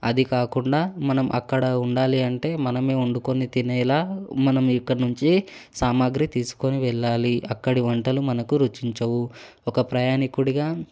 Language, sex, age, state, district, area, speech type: Telugu, male, 18-30, Telangana, Hyderabad, urban, spontaneous